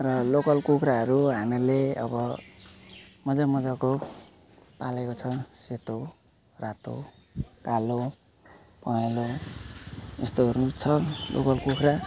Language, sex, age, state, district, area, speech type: Nepali, male, 60+, West Bengal, Alipurduar, urban, spontaneous